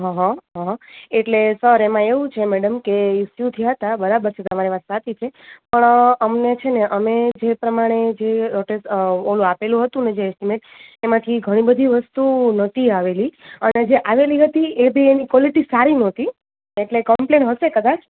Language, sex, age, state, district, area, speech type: Gujarati, female, 30-45, Gujarat, Rajkot, urban, conversation